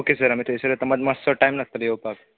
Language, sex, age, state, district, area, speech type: Goan Konkani, male, 18-30, Goa, Bardez, urban, conversation